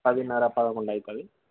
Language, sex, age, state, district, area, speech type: Telugu, male, 18-30, Telangana, Nalgonda, urban, conversation